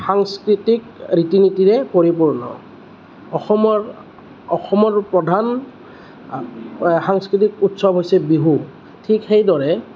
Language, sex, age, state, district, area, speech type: Assamese, male, 30-45, Assam, Kamrup Metropolitan, urban, spontaneous